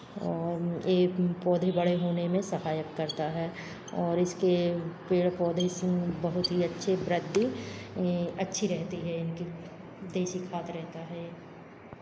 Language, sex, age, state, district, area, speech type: Hindi, female, 45-60, Madhya Pradesh, Hoshangabad, urban, spontaneous